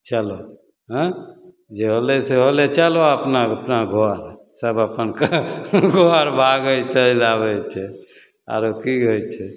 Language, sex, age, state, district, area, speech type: Maithili, male, 60+, Bihar, Begusarai, urban, spontaneous